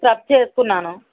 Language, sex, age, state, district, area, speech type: Telugu, female, 45-60, Telangana, Mancherial, urban, conversation